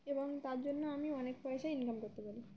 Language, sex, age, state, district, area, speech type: Bengali, female, 18-30, West Bengal, Uttar Dinajpur, urban, spontaneous